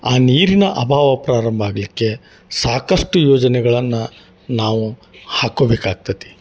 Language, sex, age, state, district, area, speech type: Kannada, male, 45-60, Karnataka, Gadag, rural, spontaneous